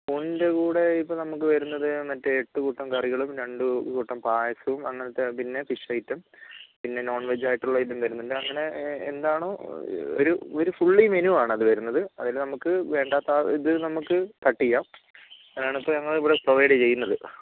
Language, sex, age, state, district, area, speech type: Malayalam, male, 30-45, Kerala, Wayanad, rural, conversation